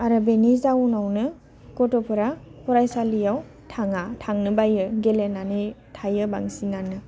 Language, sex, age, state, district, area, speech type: Bodo, female, 18-30, Assam, Udalguri, rural, spontaneous